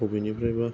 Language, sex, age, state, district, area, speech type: Bodo, male, 45-60, Assam, Kokrajhar, rural, spontaneous